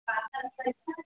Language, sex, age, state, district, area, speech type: Hindi, female, 18-30, Uttar Pradesh, Azamgarh, rural, conversation